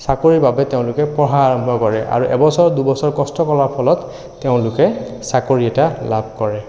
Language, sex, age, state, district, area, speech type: Assamese, male, 30-45, Assam, Sonitpur, rural, spontaneous